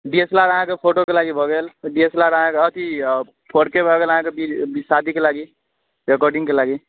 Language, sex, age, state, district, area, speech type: Maithili, male, 18-30, Bihar, Araria, rural, conversation